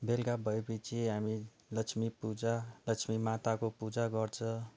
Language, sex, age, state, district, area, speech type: Nepali, male, 30-45, West Bengal, Darjeeling, rural, spontaneous